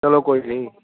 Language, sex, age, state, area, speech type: Punjabi, male, 18-30, Punjab, urban, conversation